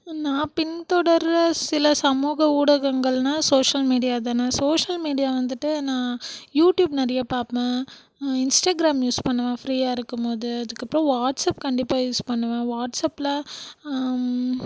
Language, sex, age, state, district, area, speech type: Tamil, female, 18-30, Tamil Nadu, Krishnagiri, rural, spontaneous